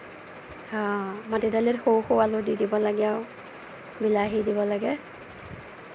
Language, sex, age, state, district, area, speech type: Assamese, female, 30-45, Assam, Nagaon, rural, spontaneous